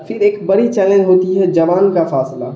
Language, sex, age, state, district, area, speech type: Urdu, male, 18-30, Bihar, Darbhanga, rural, spontaneous